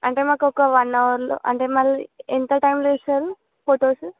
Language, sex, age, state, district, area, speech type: Telugu, female, 18-30, Telangana, Nizamabad, urban, conversation